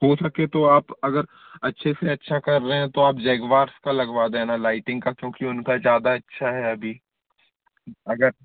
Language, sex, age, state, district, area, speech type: Hindi, male, 18-30, Madhya Pradesh, Jabalpur, urban, conversation